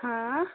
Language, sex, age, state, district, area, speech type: Kashmiri, female, 18-30, Jammu and Kashmir, Anantnag, rural, conversation